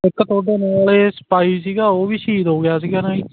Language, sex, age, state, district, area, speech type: Punjabi, male, 18-30, Punjab, Ludhiana, rural, conversation